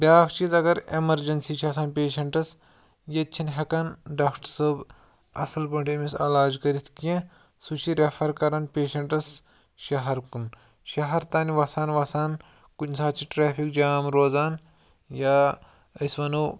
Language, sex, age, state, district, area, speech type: Kashmiri, male, 18-30, Jammu and Kashmir, Pulwama, rural, spontaneous